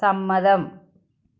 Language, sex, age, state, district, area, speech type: Malayalam, female, 45-60, Kerala, Malappuram, rural, read